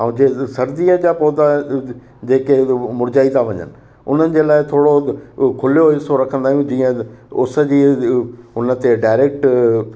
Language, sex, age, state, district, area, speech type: Sindhi, male, 60+, Gujarat, Kutch, rural, spontaneous